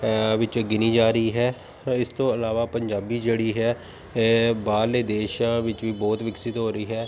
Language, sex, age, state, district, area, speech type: Punjabi, male, 30-45, Punjab, Tarn Taran, urban, spontaneous